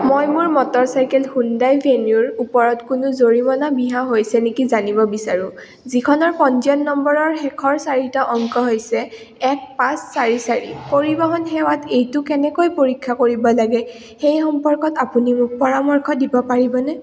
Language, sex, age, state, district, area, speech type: Assamese, female, 18-30, Assam, Udalguri, rural, read